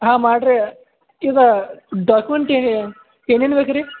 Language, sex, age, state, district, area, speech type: Kannada, male, 45-60, Karnataka, Belgaum, rural, conversation